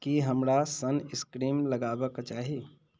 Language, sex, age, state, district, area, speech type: Maithili, male, 45-60, Bihar, Muzaffarpur, urban, read